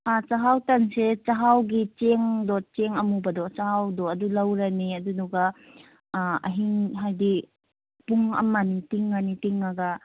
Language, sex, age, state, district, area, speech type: Manipuri, female, 18-30, Manipur, Kakching, rural, conversation